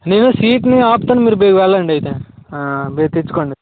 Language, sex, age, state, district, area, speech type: Telugu, male, 18-30, Andhra Pradesh, Vizianagaram, rural, conversation